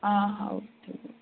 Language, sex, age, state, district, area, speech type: Odia, female, 60+, Odisha, Gajapati, rural, conversation